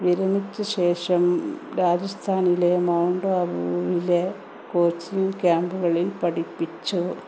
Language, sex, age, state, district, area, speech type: Malayalam, female, 30-45, Kerala, Malappuram, rural, read